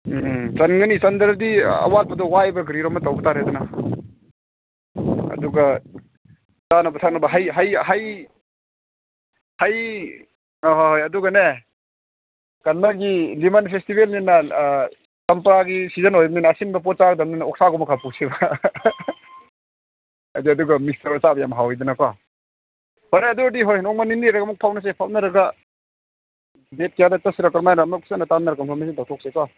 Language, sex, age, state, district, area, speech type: Manipuri, male, 45-60, Manipur, Ukhrul, rural, conversation